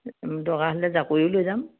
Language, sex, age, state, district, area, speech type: Assamese, female, 60+, Assam, Dhemaji, rural, conversation